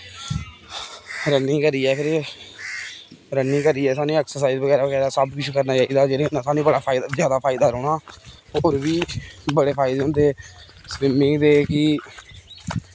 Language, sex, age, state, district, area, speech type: Dogri, male, 18-30, Jammu and Kashmir, Kathua, rural, spontaneous